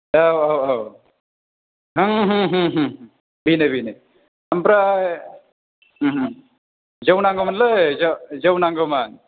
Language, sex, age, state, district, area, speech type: Bodo, male, 30-45, Assam, Chirang, rural, conversation